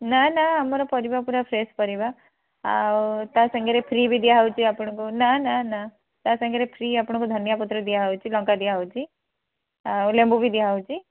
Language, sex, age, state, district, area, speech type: Odia, female, 45-60, Odisha, Bhadrak, rural, conversation